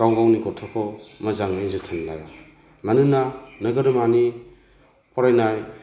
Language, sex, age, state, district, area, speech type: Bodo, male, 45-60, Assam, Chirang, rural, spontaneous